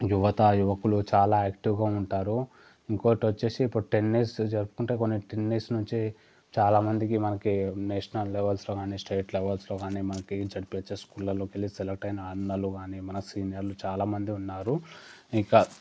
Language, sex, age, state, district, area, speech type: Telugu, male, 18-30, Telangana, Sangareddy, rural, spontaneous